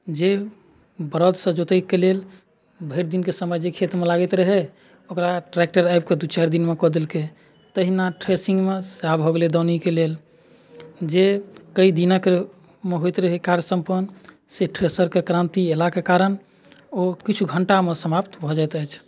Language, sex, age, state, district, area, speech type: Maithili, male, 30-45, Bihar, Madhubani, rural, spontaneous